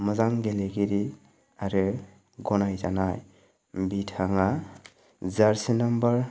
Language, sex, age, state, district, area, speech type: Bodo, male, 18-30, Assam, Chirang, rural, spontaneous